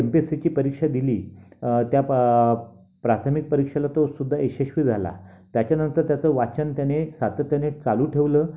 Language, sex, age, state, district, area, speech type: Marathi, male, 60+, Maharashtra, Raigad, rural, spontaneous